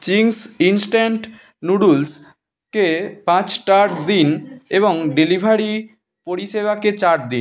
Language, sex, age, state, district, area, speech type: Bengali, male, 18-30, West Bengal, Bankura, urban, read